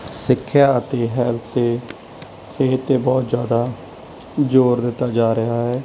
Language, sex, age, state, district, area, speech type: Punjabi, male, 18-30, Punjab, Mansa, urban, spontaneous